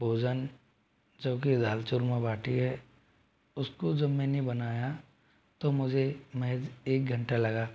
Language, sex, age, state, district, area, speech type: Hindi, male, 45-60, Rajasthan, Jodhpur, urban, spontaneous